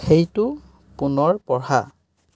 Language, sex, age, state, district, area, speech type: Assamese, male, 30-45, Assam, Golaghat, rural, read